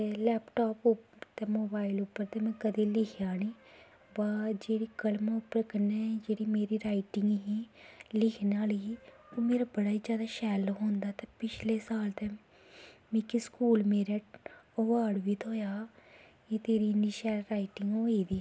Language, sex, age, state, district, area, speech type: Dogri, female, 18-30, Jammu and Kashmir, Kathua, rural, spontaneous